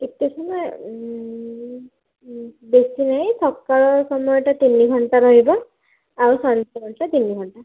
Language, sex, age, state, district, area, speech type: Odia, female, 18-30, Odisha, Bhadrak, rural, conversation